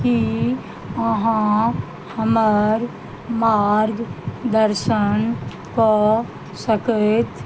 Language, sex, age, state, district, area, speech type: Maithili, female, 60+, Bihar, Madhubani, rural, read